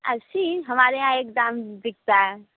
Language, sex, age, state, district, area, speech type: Hindi, female, 18-30, Uttar Pradesh, Mirzapur, urban, conversation